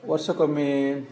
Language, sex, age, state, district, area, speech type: Kannada, male, 45-60, Karnataka, Udupi, rural, spontaneous